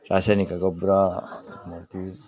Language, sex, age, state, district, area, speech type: Kannada, male, 30-45, Karnataka, Vijayanagara, rural, spontaneous